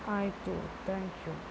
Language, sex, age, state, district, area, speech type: Kannada, female, 30-45, Karnataka, Shimoga, rural, spontaneous